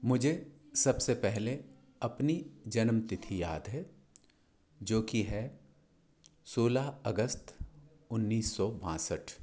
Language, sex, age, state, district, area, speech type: Hindi, male, 60+, Madhya Pradesh, Balaghat, rural, spontaneous